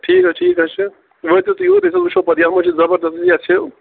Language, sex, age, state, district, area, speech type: Kashmiri, male, 30-45, Jammu and Kashmir, Bandipora, rural, conversation